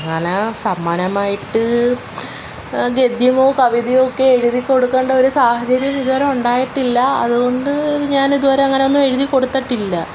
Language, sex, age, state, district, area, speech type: Malayalam, female, 18-30, Kerala, Kollam, urban, spontaneous